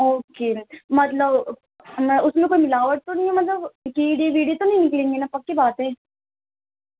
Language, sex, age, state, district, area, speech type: Urdu, female, 18-30, Delhi, Central Delhi, urban, conversation